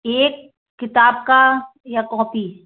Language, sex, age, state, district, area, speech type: Hindi, female, 30-45, Madhya Pradesh, Gwalior, urban, conversation